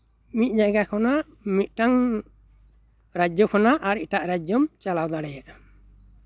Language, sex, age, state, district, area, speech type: Santali, male, 60+, West Bengal, Bankura, rural, spontaneous